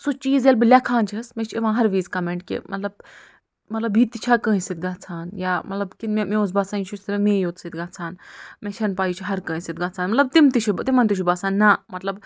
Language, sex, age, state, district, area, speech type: Kashmiri, female, 45-60, Jammu and Kashmir, Budgam, rural, spontaneous